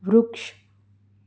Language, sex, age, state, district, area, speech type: Gujarati, female, 30-45, Gujarat, Anand, urban, read